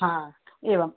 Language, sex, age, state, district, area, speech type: Sanskrit, female, 18-30, Karnataka, Bangalore Rural, rural, conversation